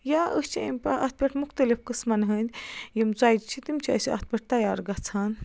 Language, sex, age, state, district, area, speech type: Kashmiri, female, 45-60, Jammu and Kashmir, Baramulla, rural, spontaneous